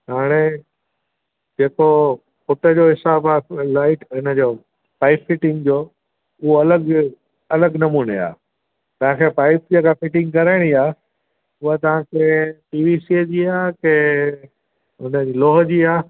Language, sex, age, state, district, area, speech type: Sindhi, male, 60+, Gujarat, Junagadh, rural, conversation